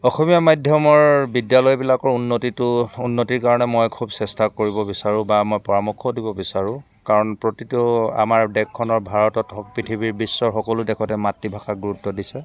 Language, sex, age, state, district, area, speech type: Assamese, male, 45-60, Assam, Dibrugarh, rural, spontaneous